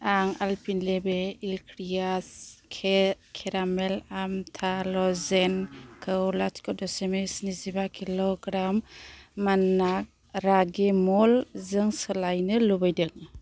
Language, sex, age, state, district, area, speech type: Bodo, female, 60+, Assam, Kokrajhar, urban, read